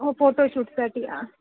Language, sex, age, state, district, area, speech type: Marathi, female, 45-60, Maharashtra, Ratnagiri, rural, conversation